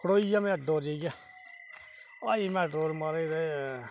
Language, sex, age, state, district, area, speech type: Dogri, male, 30-45, Jammu and Kashmir, Reasi, rural, spontaneous